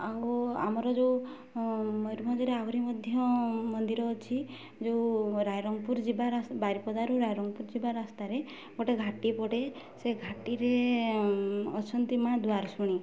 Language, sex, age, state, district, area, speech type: Odia, female, 18-30, Odisha, Mayurbhanj, rural, spontaneous